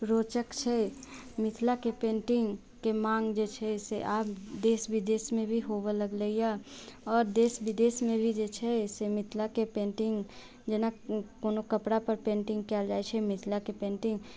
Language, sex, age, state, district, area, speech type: Maithili, female, 30-45, Bihar, Sitamarhi, urban, spontaneous